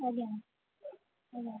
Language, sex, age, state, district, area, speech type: Odia, female, 45-60, Odisha, Jajpur, rural, conversation